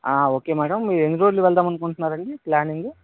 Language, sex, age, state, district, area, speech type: Telugu, male, 45-60, Andhra Pradesh, Vizianagaram, rural, conversation